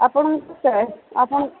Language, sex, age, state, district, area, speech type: Odia, female, 30-45, Odisha, Sambalpur, rural, conversation